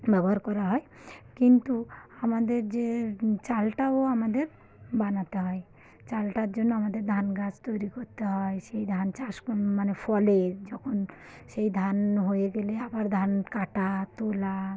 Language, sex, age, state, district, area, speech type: Bengali, female, 45-60, West Bengal, South 24 Parganas, rural, spontaneous